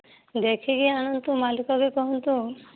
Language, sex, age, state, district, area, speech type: Odia, female, 30-45, Odisha, Boudh, rural, conversation